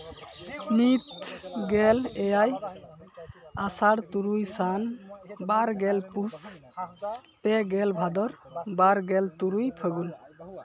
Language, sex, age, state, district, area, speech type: Santali, male, 18-30, West Bengal, Malda, rural, spontaneous